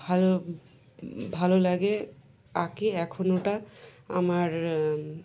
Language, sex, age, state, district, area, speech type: Bengali, female, 30-45, West Bengal, Birbhum, urban, spontaneous